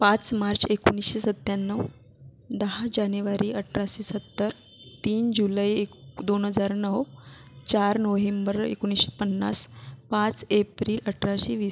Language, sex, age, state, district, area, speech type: Marathi, female, 30-45, Maharashtra, Buldhana, rural, spontaneous